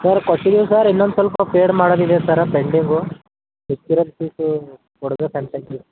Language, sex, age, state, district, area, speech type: Kannada, male, 18-30, Karnataka, Bidar, rural, conversation